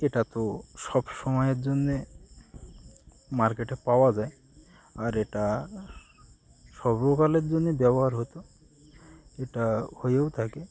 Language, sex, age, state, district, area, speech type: Bengali, male, 30-45, West Bengal, Birbhum, urban, spontaneous